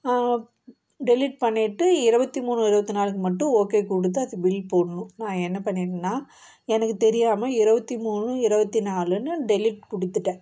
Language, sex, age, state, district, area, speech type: Tamil, female, 30-45, Tamil Nadu, Namakkal, rural, spontaneous